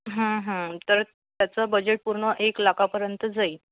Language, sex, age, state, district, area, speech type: Marathi, female, 18-30, Maharashtra, Thane, rural, conversation